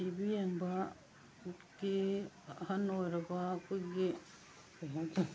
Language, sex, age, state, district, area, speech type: Manipuri, female, 45-60, Manipur, Imphal East, rural, spontaneous